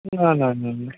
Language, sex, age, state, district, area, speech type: Bengali, male, 60+, West Bengal, Purba Medinipur, rural, conversation